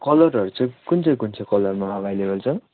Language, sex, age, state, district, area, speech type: Nepali, male, 18-30, West Bengal, Darjeeling, rural, conversation